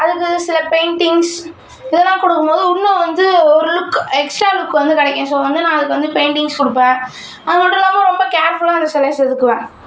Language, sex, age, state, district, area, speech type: Tamil, male, 18-30, Tamil Nadu, Tiruchirappalli, urban, spontaneous